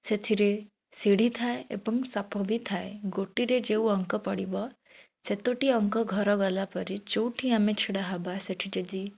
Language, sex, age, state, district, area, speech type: Odia, female, 18-30, Odisha, Jajpur, rural, spontaneous